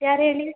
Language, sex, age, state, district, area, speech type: Kannada, female, 18-30, Karnataka, Hassan, rural, conversation